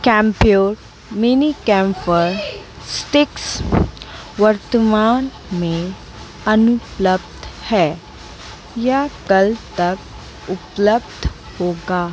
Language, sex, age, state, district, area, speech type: Hindi, female, 18-30, Madhya Pradesh, Jabalpur, urban, read